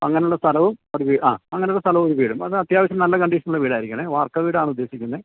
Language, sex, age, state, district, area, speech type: Malayalam, male, 60+, Kerala, Idukki, rural, conversation